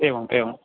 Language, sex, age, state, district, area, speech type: Sanskrit, male, 18-30, Karnataka, Uttara Kannada, rural, conversation